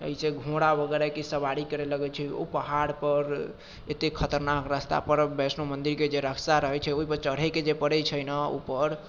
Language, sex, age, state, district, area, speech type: Maithili, male, 45-60, Bihar, Sitamarhi, urban, spontaneous